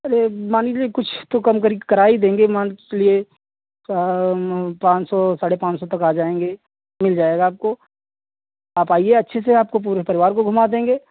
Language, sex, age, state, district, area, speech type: Hindi, male, 45-60, Uttar Pradesh, Lucknow, rural, conversation